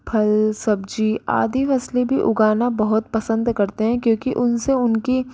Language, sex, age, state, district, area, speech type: Hindi, female, 18-30, Rajasthan, Jaipur, urban, spontaneous